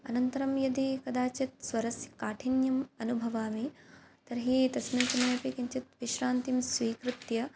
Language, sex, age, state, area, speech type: Sanskrit, female, 18-30, Assam, rural, spontaneous